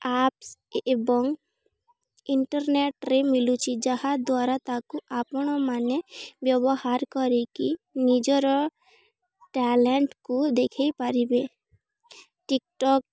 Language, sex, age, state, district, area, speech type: Odia, female, 18-30, Odisha, Balangir, urban, spontaneous